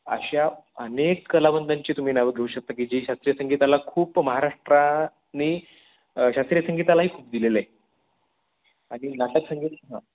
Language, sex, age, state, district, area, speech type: Marathi, male, 18-30, Maharashtra, Pune, urban, conversation